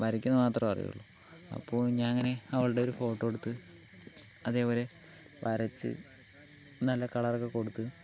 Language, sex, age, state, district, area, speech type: Malayalam, male, 30-45, Kerala, Palakkad, rural, spontaneous